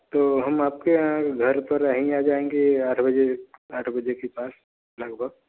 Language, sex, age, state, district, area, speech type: Hindi, male, 45-60, Uttar Pradesh, Varanasi, urban, conversation